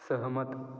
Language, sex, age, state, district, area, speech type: Marathi, male, 18-30, Maharashtra, Kolhapur, rural, read